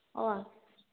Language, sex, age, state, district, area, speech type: Nepali, female, 18-30, West Bengal, Kalimpong, rural, conversation